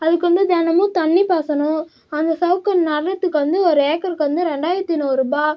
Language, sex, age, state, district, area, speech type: Tamil, female, 18-30, Tamil Nadu, Cuddalore, rural, spontaneous